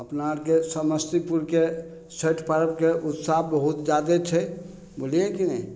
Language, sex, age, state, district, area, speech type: Maithili, male, 45-60, Bihar, Samastipur, rural, spontaneous